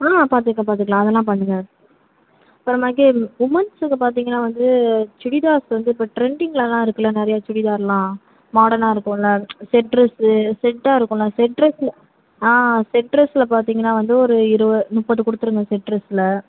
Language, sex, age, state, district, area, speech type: Tamil, female, 18-30, Tamil Nadu, Sivaganga, rural, conversation